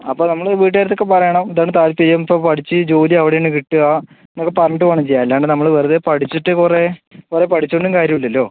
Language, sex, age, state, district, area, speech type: Malayalam, male, 18-30, Kerala, Palakkad, rural, conversation